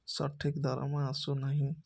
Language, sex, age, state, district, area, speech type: Odia, male, 30-45, Odisha, Puri, urban, spontaneous